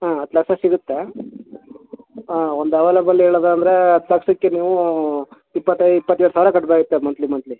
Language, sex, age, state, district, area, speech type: Kannada, male, 30-45, Karnataka, Mysore, rural, conversation